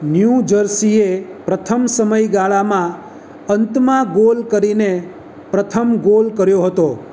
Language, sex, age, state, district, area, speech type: Gujarati, male, 30-45, Gujarat, Surat, urban, read